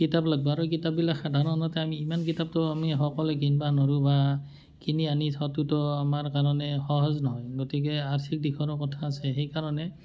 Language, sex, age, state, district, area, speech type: Assamese, male, 45-60, Assam, Barpeta, rural, spontaneous